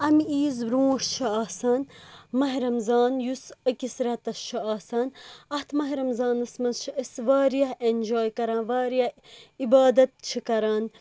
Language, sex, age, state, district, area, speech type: Kashmiri, female, 18-30, Jammu and Kashmir, Srinagar, rural, spontaneous